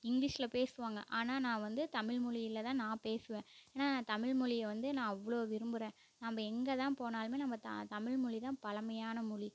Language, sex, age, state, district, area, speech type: Tamil, female, 18-30, Tamil Nadu, Namakkal, rural, spontaneous